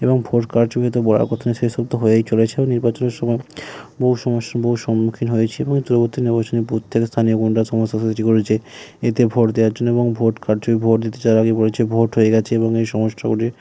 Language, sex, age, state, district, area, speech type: Bengali, male, 30-45, West Bengal, Hooghly, urban, spontaneous